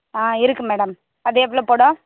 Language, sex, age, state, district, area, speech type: Tamil, female, 18-30, Tamil Nadu, Tiruvannamalai, rural, conversation